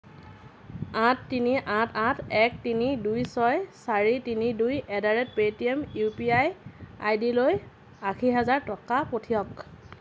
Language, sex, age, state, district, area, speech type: Assamese, female, 30-45, Assam, Lakhimpur, rural, read